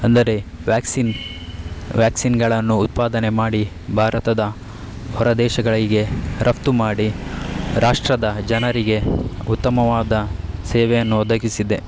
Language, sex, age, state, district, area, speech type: Kannada, male, 30-45, Karnataka, Udupi, rural, spontaneous